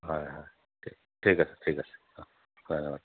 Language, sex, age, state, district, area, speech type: Assamese, male, 45-60, Assam, Dhemaji, rural, conversation